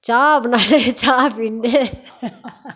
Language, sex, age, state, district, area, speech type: Dogri, female, 60+, Jammu and Kashmir, Udhampur, rural, spontaneous